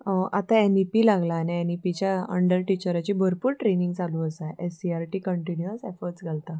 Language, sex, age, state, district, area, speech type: Goan Konkani, female, 30-45, Goa, Salcete, urban, spontaneous